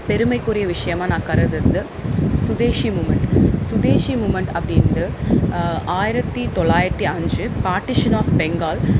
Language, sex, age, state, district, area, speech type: Tamil, female, 30-45, Tamil Nadu, Vellore, urban, spontaneous